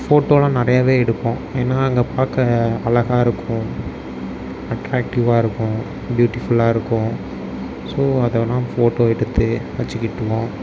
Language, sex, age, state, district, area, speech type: Tamil, male, 18-30, Tamil Nadu, Tiruvarur, urban, spontaneous